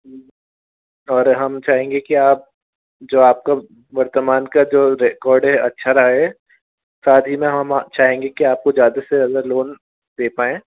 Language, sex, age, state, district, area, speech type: Hindi, male, 60+, Rajasthan, Jaipur, urban, conversation